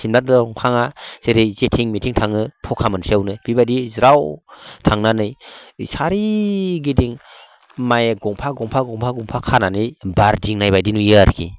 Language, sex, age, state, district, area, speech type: Bodo, male, 45-60, Assam, Baksa, rural, spontaneous